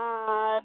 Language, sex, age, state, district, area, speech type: Tamil, female, 30-45, Tamil Nadu, Nagapattinam, rural, conversation